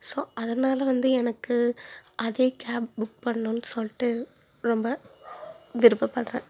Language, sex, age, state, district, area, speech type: Tamil, female, 18-30, Tamil Nadu, Nagapattinam, rural, spontaneous